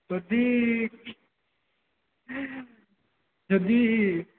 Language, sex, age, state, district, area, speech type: Odia, male, 18-30, Odisha, Koraput, urban, conversation